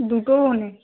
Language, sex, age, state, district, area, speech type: Bengali, female, 18-30, West Bengal, Uttar Dinajpur, urban, conversation